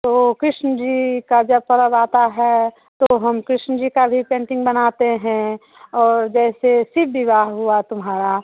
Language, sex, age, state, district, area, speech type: Hindi, female, 30-45, Bihar, Muzaffarpur, rural, conversation